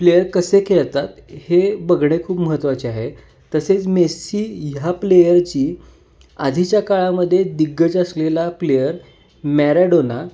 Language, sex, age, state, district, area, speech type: Marathi, male, 18-30, Maharashtra, Kolhapur, urban, spontaneous